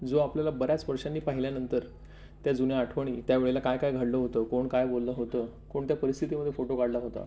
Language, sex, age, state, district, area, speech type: Marathi, male, 30-45, Maharashtra, Palghar, rural, spontaneous